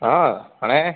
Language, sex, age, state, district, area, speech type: Tamil, male, 30-45, Tamil Nadu, Pudukkottai, rural, conversation